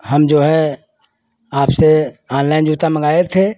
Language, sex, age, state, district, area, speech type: Hindi, male, 60+, Uttar Pradesh, Lucknow, rural, spontaneous